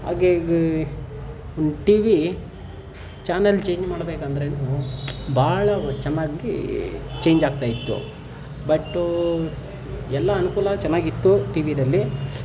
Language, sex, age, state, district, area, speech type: Kannada, male, 18-30, Karnataka, Kolar, rural, spontaneous